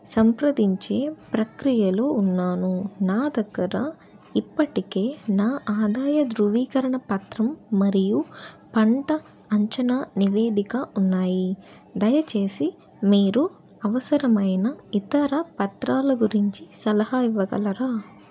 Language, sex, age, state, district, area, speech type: Telugu, female, 18-30, Andhra Pradesh, Nellore, urban, read